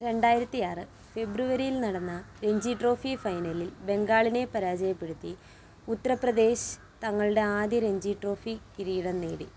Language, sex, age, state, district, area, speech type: Malayalam, female, 18-30, Kerala, Kollam, rural, read